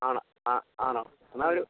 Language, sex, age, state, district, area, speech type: Malayalam, male, 45-60, Kerala, Kottayam, rural, conversation